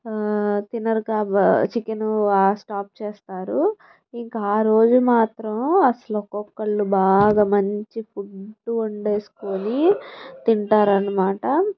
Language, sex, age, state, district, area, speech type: Telugu, female, 30-45, Andhra Pradesh, Guntur, rural, spontaneous